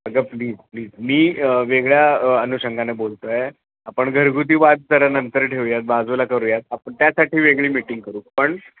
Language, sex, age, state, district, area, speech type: Marathi, male, 45-60, Maharashtra, Thane, rural, conversation